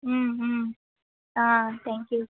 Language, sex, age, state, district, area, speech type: Tamil, female, 45-60, Tamil Nadu, Cuddalore, rural, conversation